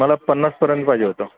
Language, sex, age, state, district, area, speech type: Marathi, male, 45-60, Maharashtra, Buldhana, rural, conversation